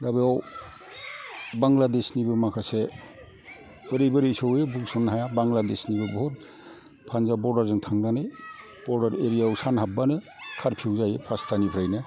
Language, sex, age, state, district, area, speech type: Bodo, male, 45-60, Assam, Kokrajhar, rural, spontaneous